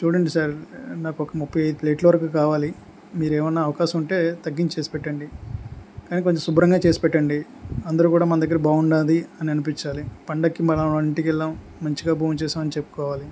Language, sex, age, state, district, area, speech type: Telugu, male, 45-60, Andhra Pradesh, Anakapalli, rural, spontaneous